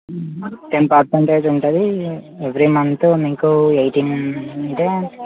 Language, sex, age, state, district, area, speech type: Telugu, male, 18-30, Telangana, Mancherial, urban, conversation